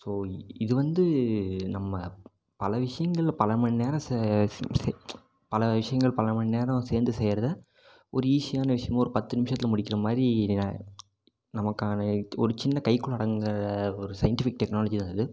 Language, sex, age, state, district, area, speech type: Tamil, male, 18-30, Tamil Nadu, Namakkal, rural, spontaneous